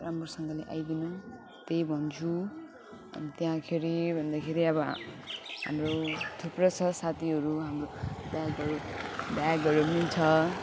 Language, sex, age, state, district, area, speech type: Nepali, female, 30-45, West Bengal, Alipurduar, urban, spontaneous